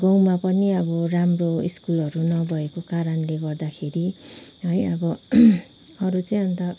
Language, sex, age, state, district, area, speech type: Nepali, female, 30-45, West Bengal, Kalimpong, rural, spontaneous